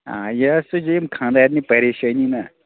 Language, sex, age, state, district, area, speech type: Kashmiri, male, 30-45, Jammu and Kashmir, Bandipora, rural, conversation